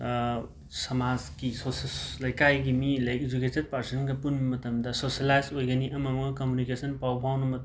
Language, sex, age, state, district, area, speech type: Manipuri, male, 18-30, Manipur, Imphal West, rural, spontaneous